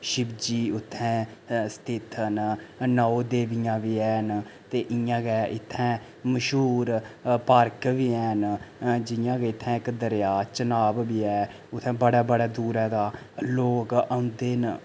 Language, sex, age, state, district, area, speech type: Dogri, male, 30-45, Jammu and Kashmir, Reasi, rural, spontaneous